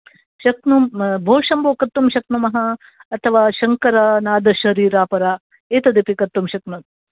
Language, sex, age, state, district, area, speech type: Sanskrit, female, 60+, Karnataka, Dakshina Kannada, urban, conversation